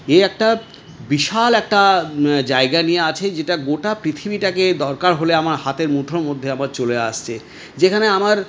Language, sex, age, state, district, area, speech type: Bengali, male, 60+, West Bengal, Paschim Bardhaman, urban, spontaneous